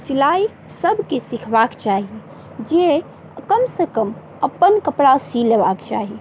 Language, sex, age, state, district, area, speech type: Maithili, female, 30-45, Bihar, Madhubani, rural, spontaneous